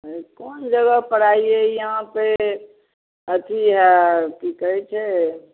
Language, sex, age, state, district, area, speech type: Maithili, female, 45-60, Bihar, Samastipur, rural, conversation